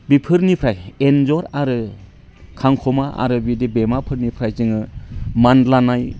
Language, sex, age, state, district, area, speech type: Bodo, male, 45-60, Assam, Udalguri, rural, spontaneous